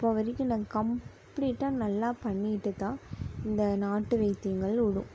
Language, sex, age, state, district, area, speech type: Tamil, female, 18-30, Tamil Nadu, Coimbatore, rural, spontaneous